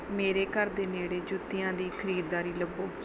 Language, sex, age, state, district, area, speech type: Punjabi, female, 18-30, Punjab, Bathinda, rural, read